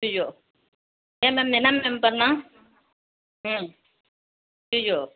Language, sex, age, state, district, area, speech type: Tamil, female, 18-30, Tamil Nadu, Thanjavur, rural, conversation